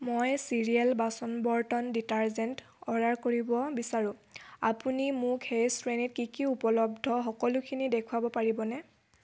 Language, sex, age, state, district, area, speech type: Assamese, female, 18-30, Assam, Tinsukia, urban, read